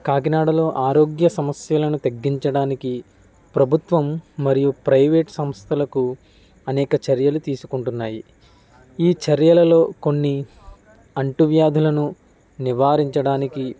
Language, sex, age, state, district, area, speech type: Telugu, male, 30-45, Andhra Pradesh, Kakinada, rural, spontaneous